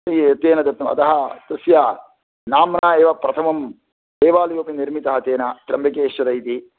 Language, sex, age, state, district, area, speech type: Sanskrit, male, 45-60, Karnataka, Shimoga, rural, conversation